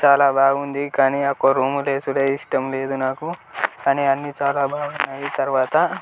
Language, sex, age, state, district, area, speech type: Telugu, male, 18-30, Telangana, Peddapalli, rural, spontaneous